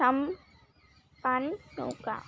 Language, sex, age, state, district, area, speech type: Bengali, female, 18-30, West Bengal, Alipurduar, rural, spontaneous